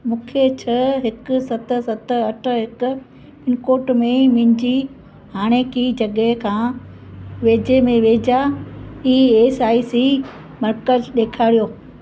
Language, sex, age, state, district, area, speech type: Sindhi, female, 60+, Gujarat, Kutch, rural, read